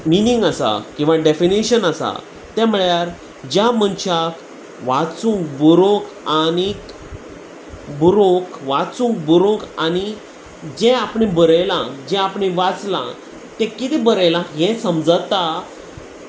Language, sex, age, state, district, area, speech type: Goan Konkani, male, 30-45, Goa, Salcete, urban, spontaneous